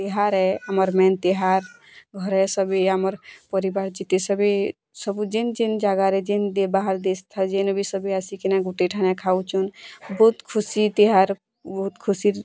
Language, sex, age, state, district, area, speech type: Odia, female, 18-30, Odisha, Bargarh, urban, spontaneous